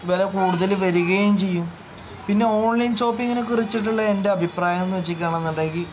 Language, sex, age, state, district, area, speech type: Malayalam, male, 45-60, Kerala, Palakkad, rural, spontaneous